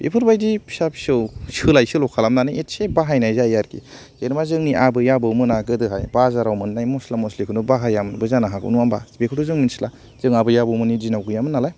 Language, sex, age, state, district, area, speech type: Bodo, male, 18-30, Assam, Kokrajhar, urban, spontaneous